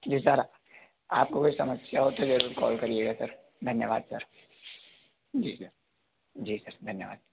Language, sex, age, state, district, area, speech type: Hindi, male, 18-30, Madhya Pradesh, Jabalpur, urban, conversation